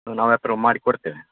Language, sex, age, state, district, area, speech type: Kannada, male, 30-45, Karnataka, Dakshina Kannada, rural, conversation